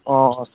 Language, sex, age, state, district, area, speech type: Assamese, male, 30-45, Assam, Nagaon, rural, conversation